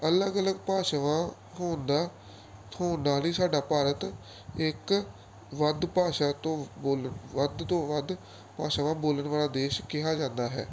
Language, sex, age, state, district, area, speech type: Punjabi, male, 18-30, Punjab, Gurdaspur, urban, spontaneous